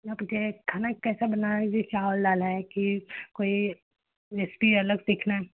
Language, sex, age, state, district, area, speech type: Hindi, female, 18-30, Uttar Pradesh, Chandauli, rural, conversation